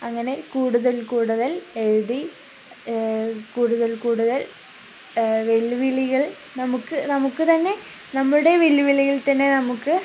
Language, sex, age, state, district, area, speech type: Malayalam, female, 30-45, Kerala, Kozhikode, rural, spontaneous